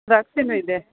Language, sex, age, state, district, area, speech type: Kannada, female, 30-45, Karnataka, Mandya, urban, conversation